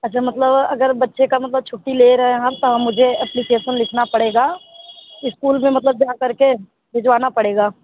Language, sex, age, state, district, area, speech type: Hindi, female, 18-30, Uttar Pradesh, Mirzapur, rural, conversation